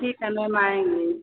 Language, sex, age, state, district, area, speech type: Hindi, female, 45-60, Uttar Pradesh, Ayodhya, rural, conversation